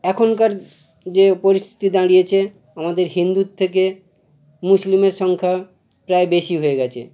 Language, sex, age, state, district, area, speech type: Bengali, male, 45-60, West Bengal, Howrah, urban, spontaneous